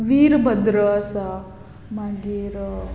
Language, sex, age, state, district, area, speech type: Goan Konkani, female, 18-30, Goa, Tiswadi, rural, spontaneous